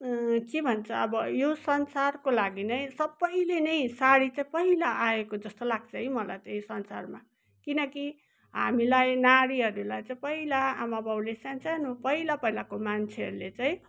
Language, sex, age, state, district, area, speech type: Nepali, female, 60+, West Bengal, Kalimpong, rural, spontaneous